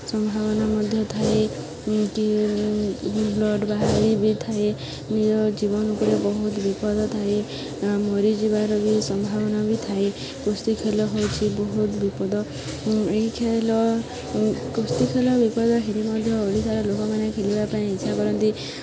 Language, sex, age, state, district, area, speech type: Odia, female, 18-30, Odisha, Subarnapur, urban, spontaneous